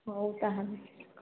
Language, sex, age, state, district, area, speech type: Odia, female, 30-45, Odisha, Sambalpur, rural, conversation